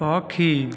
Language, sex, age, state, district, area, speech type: Odia, male, 18-30, Odisha, Jajpur, rural, read